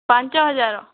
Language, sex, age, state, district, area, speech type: Odia, female, 18-30, Odisha, Boudh, rural, conversation